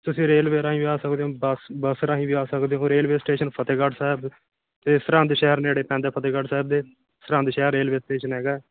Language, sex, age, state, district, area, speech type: Punjabi, male, 18-30, Punjab, Fatehgarh Sahib, rural, conversation